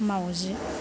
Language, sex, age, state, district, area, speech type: Bodo, female, 18-30, Assam, Chirang, rural, read